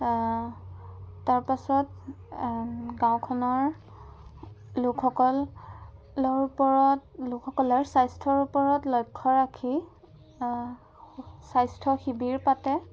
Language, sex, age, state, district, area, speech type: Assamese, female, 18-30, Assam, Jorhat, urban, spontaneous